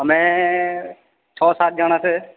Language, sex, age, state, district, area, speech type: Gujarati, male, 18-30, Gujarat, Narmada, rural, conversation